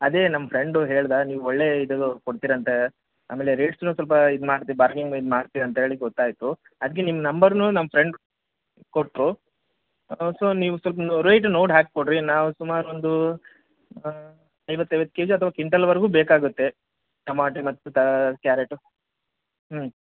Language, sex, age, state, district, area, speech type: Kannada, male, 30-45, Karnataka, Bellary, rural, conversation